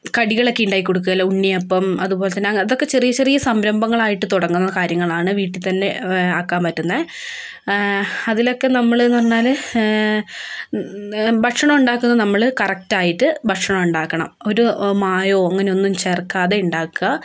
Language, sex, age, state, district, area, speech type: Malayalam, female, 18-30, Kerala, Wayanad, rural, spontaneous